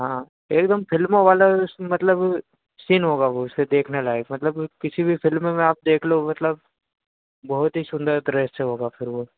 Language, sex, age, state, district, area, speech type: Hindi, male, 30-45, Madhya Pradesh, Harda, urban, conversation